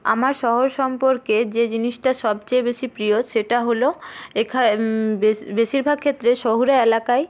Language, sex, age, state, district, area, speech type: Bengali, female, 18-30, West Bengal, Paschim Bardhaman, urban, spontaneous